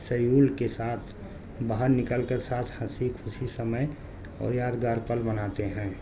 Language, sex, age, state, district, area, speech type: Urdu, male, 60+, Delhi, South Delhi, urban, spontaneous